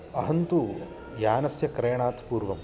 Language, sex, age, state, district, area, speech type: Sanskrit, male, 30-45, Karnataka, Bangalore Urban, urban, spontaneous